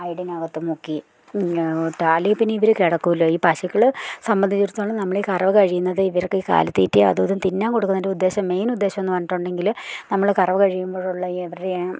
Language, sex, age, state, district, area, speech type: Malayalam, female, 45-60, Kerala, Idukki, rural, spontaneous